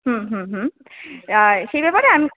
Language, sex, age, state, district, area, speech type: Bengali, female, 18-30, West Bengal, Jalpaiguri, rural, conversation